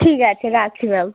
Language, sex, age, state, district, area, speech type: Bengali, female, 18-30, West Bengal, Uttar Dinajpur, urban, conversation